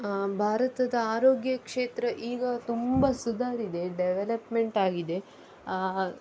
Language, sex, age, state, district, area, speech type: Kannada, female, 18-30, Karnataka, Udupi, urban, spontaneous